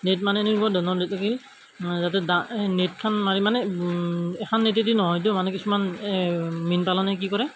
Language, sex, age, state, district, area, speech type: Assamese, male, 18-30, Assam, Darrang, rural, spontaneous